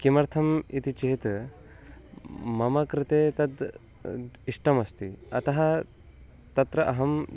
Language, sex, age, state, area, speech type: Sanskrit, male, 18-30, Uttarakhand, urban, spontaneous